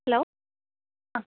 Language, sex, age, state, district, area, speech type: Malayalam, female, 30-45, Kerala, Pathanamthitta, rural, conversation